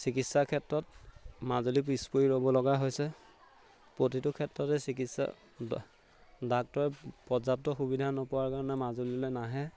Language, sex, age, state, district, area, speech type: Assamese, male, 30-45, Assam, Majuli, urban, spontaneous